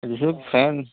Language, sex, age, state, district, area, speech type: Gujarati, male, 30-45, Gujarat, Kutch, urban, conversation